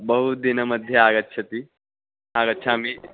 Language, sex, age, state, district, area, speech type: Sanskrit, male, 18-30, Maharashtra, Nagpur, urban, conversation